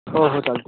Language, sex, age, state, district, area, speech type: Marathi, male, 18-30, Maharashtra, Nanded, rural, conversation